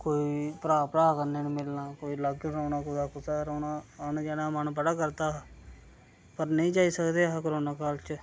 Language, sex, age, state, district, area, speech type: Dogri, male, 30-45, Jammu and Kashmir, Reasi, rural, spontaneous